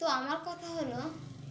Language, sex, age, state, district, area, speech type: Bengali, female, 18-30, West Bengal, Dakshin Dinajpur, urban, spontaneous